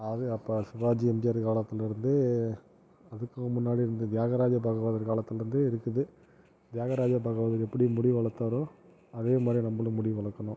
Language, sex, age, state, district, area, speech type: Tamil, male, 45-60, Tamil Nadu, Tiruvarur, rural, spontaneous